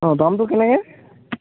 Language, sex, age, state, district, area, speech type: Assamese, male, 18-30, Assam, Lakhimpur, rural, conversation